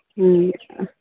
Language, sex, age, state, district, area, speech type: Santali, female, 30-45, West Bengal, Birbhum, rural, conversation